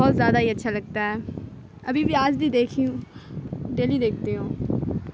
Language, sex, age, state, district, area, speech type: Urdu, female, 18-30, Bihar, Khagaria, rural, spontaneous